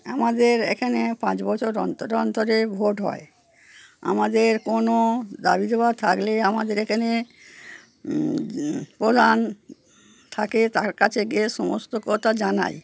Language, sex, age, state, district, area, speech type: Bengali, female, 60+, West Bengal, Darjeeling, rural, spontaneous